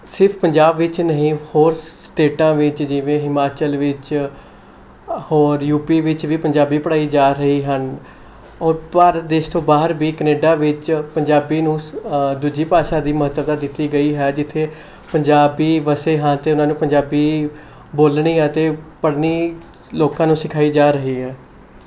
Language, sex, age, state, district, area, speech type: Punjabi, male, 18-30, Punjab, Mohali, urban, spontaneous